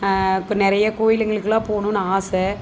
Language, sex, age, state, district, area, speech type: Tamil, female, 30-45, Tamil Nadu, Dharmapuri, rural, spontaneous